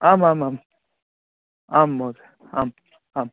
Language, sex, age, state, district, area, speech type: Sanskrit, male, 18-30, Karnataka, Shimoga, rural, conversation